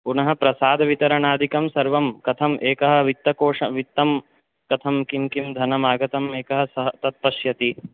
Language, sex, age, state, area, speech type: Sanskrit, male, 18-30, Chhattisgarh, rural, conversation